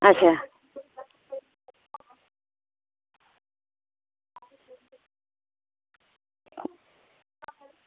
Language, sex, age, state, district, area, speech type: Dogri, female, 45-60, Jammu and Kashmir, Udhampur, rural, conversation